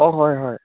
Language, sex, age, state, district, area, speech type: Assamese, male, 18-30, Assam, Charaideo, rural, conversation